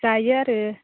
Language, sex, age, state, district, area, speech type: Bodo, female, 18-30, Assam, Chirang, urban, conversation